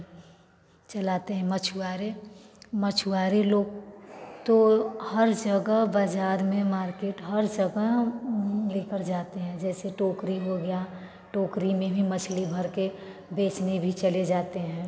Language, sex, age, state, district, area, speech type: Hindi, female, 30-45, Uttar Pradesh, Varanasi, rural, spontaneous